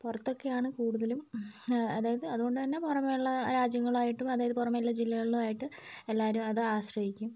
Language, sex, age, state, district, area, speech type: Malayalam, female, 45-60, Kerala, Wayanad, rural, spontaneous